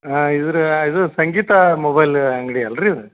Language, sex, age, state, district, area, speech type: Kannada, male, 45-60, Karnataka, Gadag, rural, conversation